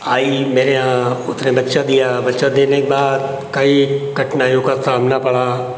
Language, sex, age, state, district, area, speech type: Hindi, male, 60+, Uttar Pradesh, Hardoi, rural, spontaneous